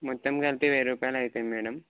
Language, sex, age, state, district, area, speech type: Telugu, male, 18-30, Telangana, Nalgonda, urban, conversation